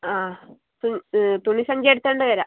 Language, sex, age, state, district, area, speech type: Malayalam, female, 18-30, Kerala, Kasaragod, rural, conversation